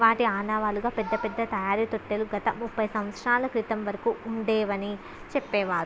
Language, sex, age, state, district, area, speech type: Telugu, female, 18-30, Andhra Pradesh, Visakhapatnam, urban, spontaneous